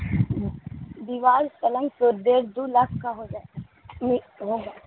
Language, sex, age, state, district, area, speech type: Urdu, female, 18-30, Bihar, Supaul, rural, conversation